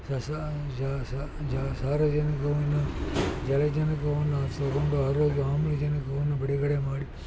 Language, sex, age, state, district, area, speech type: Kannada, male, 60+, Karnataka, Mysore, rural, spontaneous